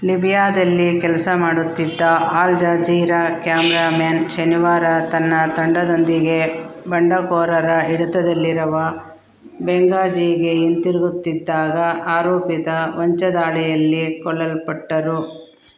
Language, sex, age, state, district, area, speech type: Kannada, female, 45-60, Karnataka, Bangalore Rural, rural, read